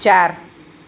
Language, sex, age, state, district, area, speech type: Gujarati, female, 60+, Gujarat, Ahmedabad, urban, read